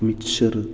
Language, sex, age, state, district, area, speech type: Malayalam, male, 18-30, Kerala, Idukki, rural, spontaneous